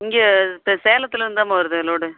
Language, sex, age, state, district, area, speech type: Tamil, female, 60+, Tamil Nadu, Kallakurichi, urban, conversation